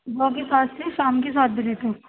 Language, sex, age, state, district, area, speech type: Urdu, female, 18-30, Uttar Pradesh, Gautam Buddha Nagar, rural, conversation